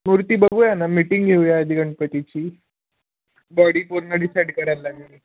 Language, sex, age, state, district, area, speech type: Marathi, male, 18-30, Maharashtra, Osmanabad, rural, conversation